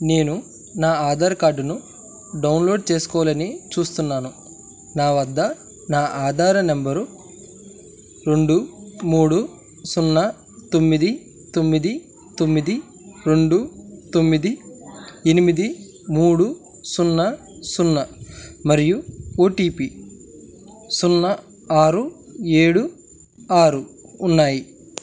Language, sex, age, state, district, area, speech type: Telugu, male, 18-30, Andhra Pradesh, Krishna, rural, read